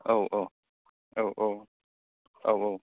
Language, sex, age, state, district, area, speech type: Bodo, male, 18-30, Assam, Udalguri, rural, conversation